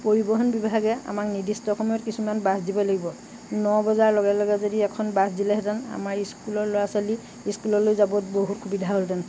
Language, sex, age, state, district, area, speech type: Assamese, female, 60+, Assam, Lakhimpur, rural, spontaneous